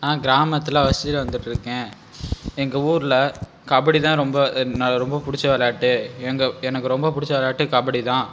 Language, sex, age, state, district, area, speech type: Tamil, male, 18-30, Tamil Nadu, Tiruchirappalli, rural, spontaneous